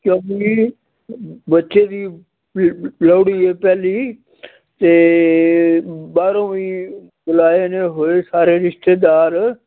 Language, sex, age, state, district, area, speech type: Punjabi, male, 60+, Punjab, Fazilka, rural, conversation